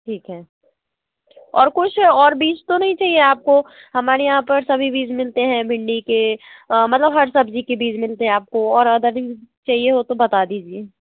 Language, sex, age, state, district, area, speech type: Hindi, female, 18-30, Madhya Pradesh, Hoshangabad, urban, conversation